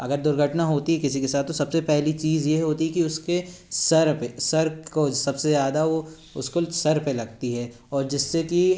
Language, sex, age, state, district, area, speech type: Hindi, male, 18-30, Madhya Pradesh, Jabalpur, urban, spontaneous